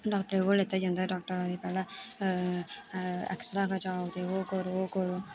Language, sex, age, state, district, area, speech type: Dogri, female, 18-30, Jammu and Kashmir, Kathua, rural, spontaneous